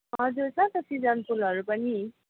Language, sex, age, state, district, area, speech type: Nepali, female, 18-30, West Bengal, Kalimpong, rural, conversation